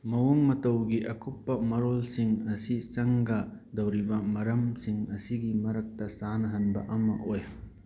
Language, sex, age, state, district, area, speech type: Manipuri, male, 30-45, Manipur, Thoubal, rural, read